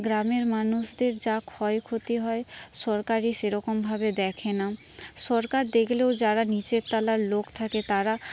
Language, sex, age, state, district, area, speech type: Bengali, female, 30-45, West Bengal, Paschim Medinipur, rural, spontaneous